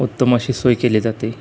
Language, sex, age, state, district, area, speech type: Marathi, male, 30-45, Maharashtra, Sangli, urban, spontaneous